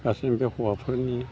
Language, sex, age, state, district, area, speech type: Bodo, male, 60+, Assam, Chirang, rural, spontaneous